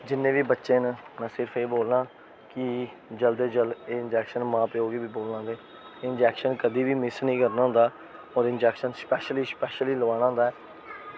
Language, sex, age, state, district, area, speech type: Dogri, male, 30-45, Jammu and Kashmir, Jammu, urban, spontaneous